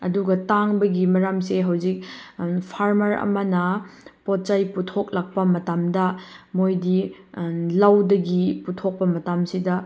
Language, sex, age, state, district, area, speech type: Manipuri, female, 30-45, Manipur, Chandel, rural, spontaneous